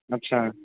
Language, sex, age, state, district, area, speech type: Odia, male, 18-30, Odisha, Kendrapara, urban, conversation